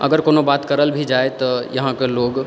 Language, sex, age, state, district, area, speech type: Maithili, male, 18-30, Bihar, Purnia, rural, spontaneous